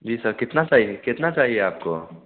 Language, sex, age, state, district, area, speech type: Hindi, male, 18-30, Bihar, Samastipur, rural, conversation